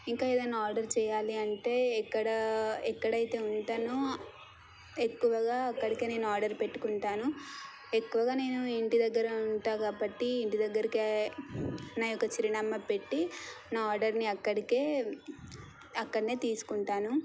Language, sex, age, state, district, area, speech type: Telugu, female, 18-30, Telangana, Suryapet, urban, spontaneous